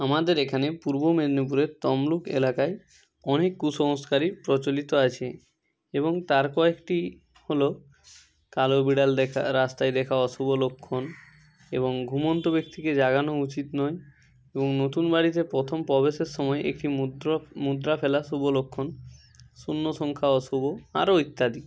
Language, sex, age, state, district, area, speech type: Bengali, male, 45-60, West Bengal, Nadia, rural, spontaneous